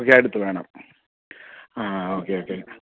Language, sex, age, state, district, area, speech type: Malayalam, male, 30-45, Kerala, Idukki, rural, conversation